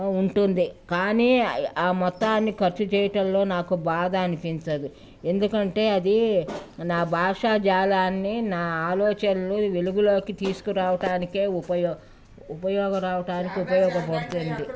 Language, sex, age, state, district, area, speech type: Telugu, female, 60+, Telangana, Ranga Reddy, rural, spontaneous